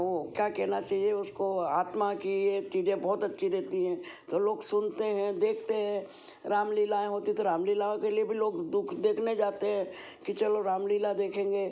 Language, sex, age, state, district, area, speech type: Hindi, female, 60+, Madhya Pradesh, Ujjain, urban, spontaneous